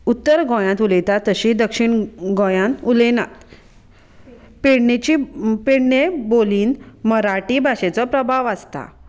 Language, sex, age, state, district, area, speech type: Goan Konkani, female, 30-45, Goa, Sanguem, rural, spontaneous